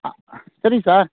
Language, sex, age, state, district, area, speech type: Tamil, male, 30-45, Tamil Nadu, Krishnagiri, rural, conversation